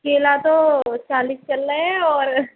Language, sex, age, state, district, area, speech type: Hindi, female, 18-30, Madhya Pradesh, Jabalpur, urban, conversation